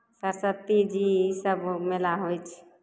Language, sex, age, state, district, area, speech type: Maithili, female, 30-45, Bihar, Begusarai, rural, spontaneous